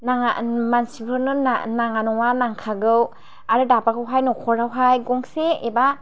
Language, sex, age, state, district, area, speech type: Bodo, female, 45-60, Assam, Chirang, rural, spontaneous